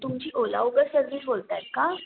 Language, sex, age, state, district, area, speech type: Marathi, female, 18-30, Maharashtra, Mumbai Suburban, urban, conversation